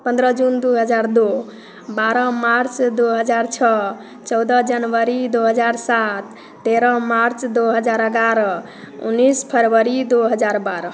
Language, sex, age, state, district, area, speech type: Hindi, female, 30-45, Bihar, Madhepura, rural, spontaneous